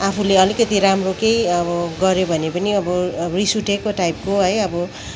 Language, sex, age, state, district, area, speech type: Nepali, female, 30-45, West Bengal, Kalimpong, rural, spontaneous